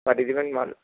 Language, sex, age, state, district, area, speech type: Bengali, male, 45-60, West Bengal, Hooghly, urban, conversation